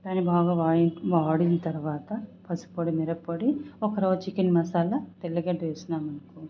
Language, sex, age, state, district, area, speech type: Telugu, female, 45-60, Andhra Pradesh, Sri Balaji, rural, spontaneous